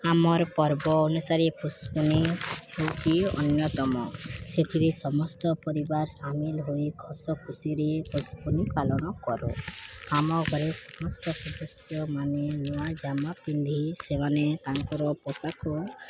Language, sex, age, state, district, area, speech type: Odia, female, 18-30, Odisha, Balangir, urban, spontaneous